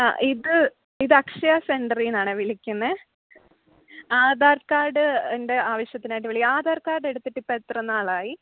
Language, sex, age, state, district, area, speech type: Malayalam, female, 18-30, Kerala, Pathanamthitta, rural, conversation